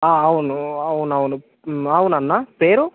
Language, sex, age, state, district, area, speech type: Telugu, male, 18-30, Telangana, Jayashankar, rural, conversation